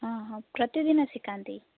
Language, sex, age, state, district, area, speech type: Odia, female, 18-30, Odisha, Ganjam, urban, conversation